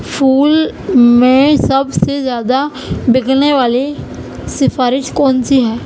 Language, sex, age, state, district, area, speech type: Urdu, female, 18-30, Uttar Pradesh, Gautam Buddha Nagar, rural, read